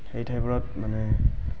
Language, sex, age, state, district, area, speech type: Assamese, male, 18-30, Assam, Barpeta, rural, spontaneous